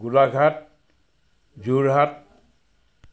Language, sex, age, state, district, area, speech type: Assamese, male, 60+, Assam, Sivasagar, rural, spontaneous